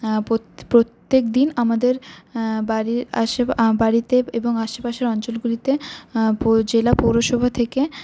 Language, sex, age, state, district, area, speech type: Bengali, female, 18-30, West Bengal, Paschim Bardhaman, urban, spontaneous